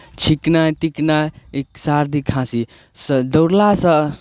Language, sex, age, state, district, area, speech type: Maithili, male, 18-30, Bihar, Darbhanga, rural, spontaneous